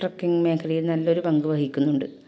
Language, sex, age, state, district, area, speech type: Malayalam, female, 30-45, Kerala, Kasaragod, urban, spontaneous